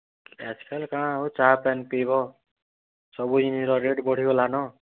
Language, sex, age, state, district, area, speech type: Odia, male, 18-30, Odisha, Bargarh, urban, conversation